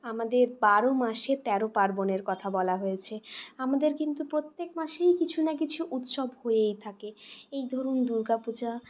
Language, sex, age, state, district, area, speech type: Bengali, female, 60+, West Bengal, Purulia, urban, spontaneous